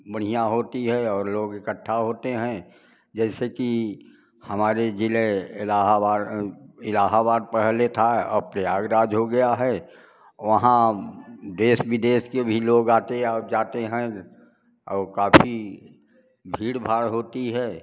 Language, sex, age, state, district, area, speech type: Hindi, male, 60+, Uttar Pradesh, Prayagraj, rural, spontaneous